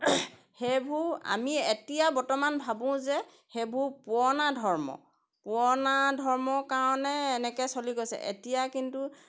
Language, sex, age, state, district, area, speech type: Assamese, female, 45-60, Assam, Golaghat, rural, spontaneous